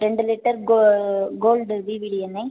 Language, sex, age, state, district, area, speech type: Tamil, female, 18-30, Tamil Nadu, Viluppuram, urban, conversation